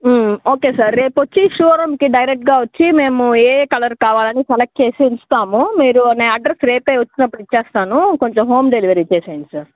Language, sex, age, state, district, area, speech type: Telugu, female, 45-60, Andhra Pradesh, Sri Balaji, rural, conversation